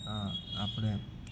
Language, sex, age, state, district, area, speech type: Gujarati, male, 18-30, Gujarat, Ahmedabad, urban, spontaneous